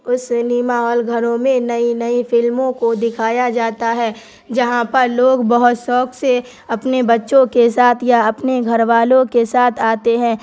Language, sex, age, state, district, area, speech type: Urdu, female, 18-30, Bihar, Darbhanga, rural, spontaneous